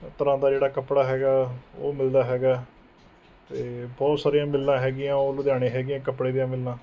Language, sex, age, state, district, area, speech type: Punjabi, male, 30-45, Punjab, Mohali, urban, spontaneous